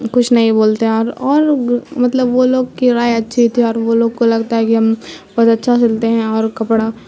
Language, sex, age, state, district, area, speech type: Urdu, female, 18-30, Bihar, Supaul, rural, spontaneous